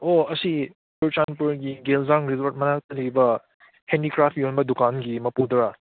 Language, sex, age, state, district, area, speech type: Manipuri, male, 18-30, Manipur, Churachandpur, urban, conversation